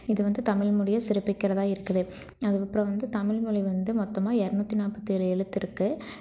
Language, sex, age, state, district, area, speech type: Tamil, female, 18-30, Tamil Nadu, Erode, rural, spontaneous